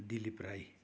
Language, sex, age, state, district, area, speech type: Nepali, male, 60+, West Bengal, Kalimpong, rural, spontaneous